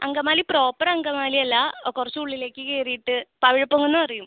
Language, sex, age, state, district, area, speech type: Malayalam, female, 18-30, Kerala, Ernakulam, rural, conversation